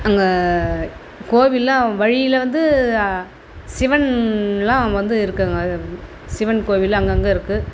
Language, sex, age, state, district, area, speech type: Tamil, female, 60+, Tamil Nadu, Tiruvannamalai, rural, spontaneous